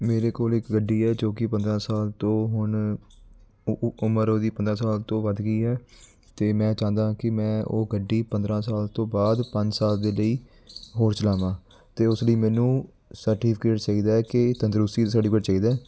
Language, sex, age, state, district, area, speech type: Punjabi, male, 18-30, Punjab, Ludhiana, urban, spontaneous